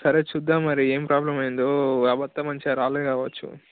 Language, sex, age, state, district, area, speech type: Telugu, male, 18-30, Telangana, Mancherial, rural, conversation